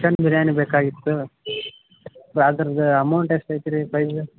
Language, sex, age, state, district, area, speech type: Kannada, male, 18-30, Karnataka, Gadag, urban, conversation